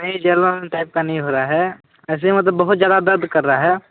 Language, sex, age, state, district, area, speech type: Hindi, male, 18-30, Uttar Pradesh, Sonbhadra, rural, conversation